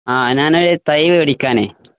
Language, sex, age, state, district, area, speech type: Malayalam, male, 18-30, Kerala, Malappuram, rural, conversation